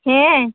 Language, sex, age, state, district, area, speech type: Santali, female, 18-30, West Bengal, Purba Bardhaman, rural, conversation